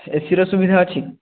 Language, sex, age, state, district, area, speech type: Odia, male, 18-30, Odisha, Subarnapur, urban, conversation